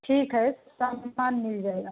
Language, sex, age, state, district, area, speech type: Hindi, female, 45-60, Uttar Pradesh, Mau, rural, conversation